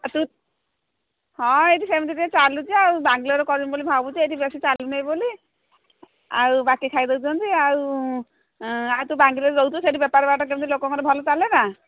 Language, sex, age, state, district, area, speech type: Odia, female, 45-60, Odisha, Angul, rural, conversation